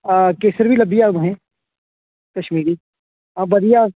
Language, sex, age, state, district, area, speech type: Dogri, male, 30-45, Jammu and Kashmir, Kathua, rural, conversation